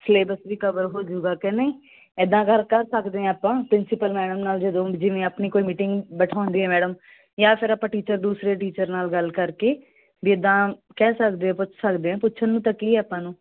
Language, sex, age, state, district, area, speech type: Punjabi, female, 30-45, Punjab, Muktsar, urban, conversation